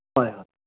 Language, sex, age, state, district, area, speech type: Manipuri, male, 60+, Manipur, Kangpokpi, urban, conversation